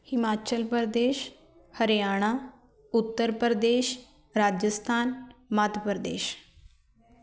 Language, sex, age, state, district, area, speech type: Punjabi, female, 18-30, Punjab, Fatehgarh Sahib, rural, spontaneous